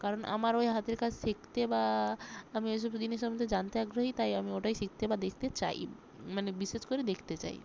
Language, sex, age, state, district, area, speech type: Bengali, female, 30-45, West Bengal, Bankura, urban, spontaneous